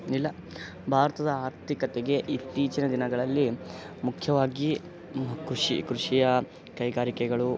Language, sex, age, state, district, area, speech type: Kannada, male, 18-30, Karnataka, Koppal, rural, spontaneous